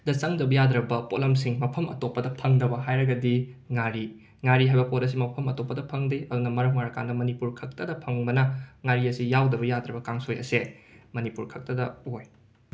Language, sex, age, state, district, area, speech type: Manipuri, male, 18-30, Manipur, Imphal West, rural, spontaneous